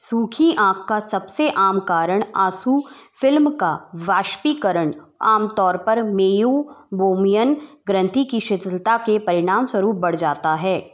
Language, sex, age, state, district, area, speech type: Hindi, female, 60+, Rajasthan, Jaipur, urban, read